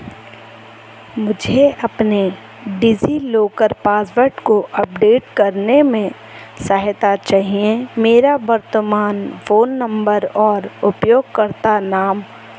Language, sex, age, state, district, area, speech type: Hindi, female, 18-30, Madhya Pradesh, Chhindwara, urban, read